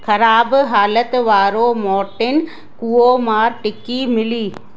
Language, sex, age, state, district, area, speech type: Sindhi, female, 45-60, Madhya Pradesh, Katni, urban, read